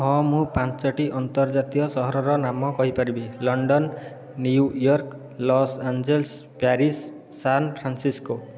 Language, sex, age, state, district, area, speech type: Odia, male, 30-45, Odisha, Khordha, rural, spontaneous